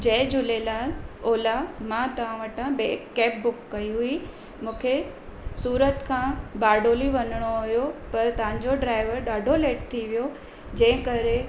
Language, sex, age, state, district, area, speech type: Sindhi, female, 45-60, Gujarat, Surat, urban, spontaneous